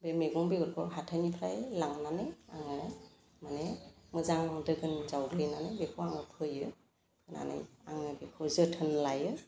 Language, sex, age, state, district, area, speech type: Bodo, female, 45-60, Assam, Udalguri, urban, spontaneous